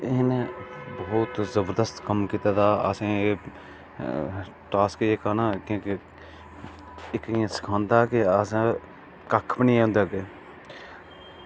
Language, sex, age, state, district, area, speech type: Dogri, male, 30-45, Jammu and Kashmir, Udhampur, rural, spontaneous